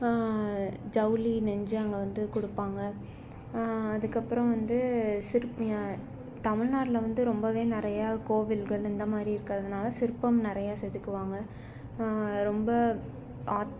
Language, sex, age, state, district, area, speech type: Tamil, female, 18-30, Tamil Nadu, Salem, urban, spontaneous